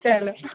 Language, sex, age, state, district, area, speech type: Urdu, female, 45-60, Uttar Pradesh, Rampur, urban, conversation